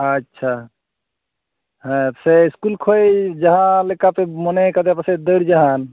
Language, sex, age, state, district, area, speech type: Santali, male, 45-60, West Bengal, Purulia, rural, conversation